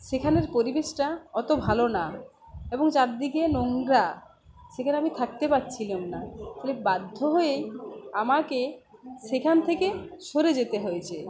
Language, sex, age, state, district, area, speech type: Bengali, female, 30-45, West Bengal, Uttar Dinajpur, rural, spontaneous